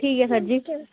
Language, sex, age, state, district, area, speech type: Dogri, female, 18-30, Jammu and Kashmir, Samba, rural, conversation